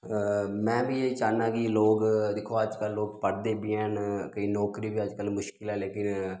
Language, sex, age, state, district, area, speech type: Dogri, male, 18-30, Jammu and Kashmir, Udhampur, rural, spontaneous